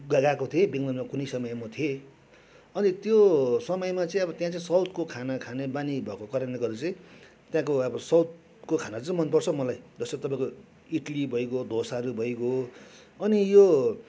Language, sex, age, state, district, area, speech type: Nepali, male, 45-60, West Bengal, Darjeeling, rural, spontaneous